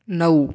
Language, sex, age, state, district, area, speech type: Marathi, male, 18-30, Maharashtra, Gondia, rural, read